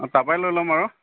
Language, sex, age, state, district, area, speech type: Assamese, male, 30-45, Assam, Charaideo, urban, conversation